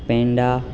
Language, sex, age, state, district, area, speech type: Gujarati, male, 18-30, Gujarat, Ahmedabad, urban, spontaneous